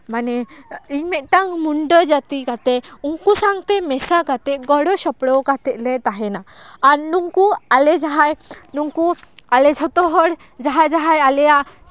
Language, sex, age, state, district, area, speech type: Santali, female, 18-30, West Bengal, Bankura, rural, spontaneous